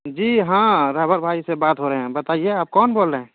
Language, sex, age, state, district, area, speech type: Urdu, male, 30-45, Bihar, Purnia, rural, conversation